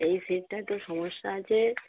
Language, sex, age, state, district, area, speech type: Bengali, female, 45-60, West Bengal, Darjeeling, urban, conversation